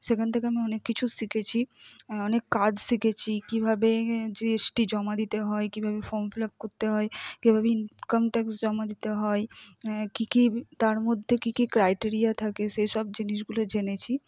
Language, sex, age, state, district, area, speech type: Bengali, female, 45-60, West Bengal, Purba Bardhaman, rural, spontaneous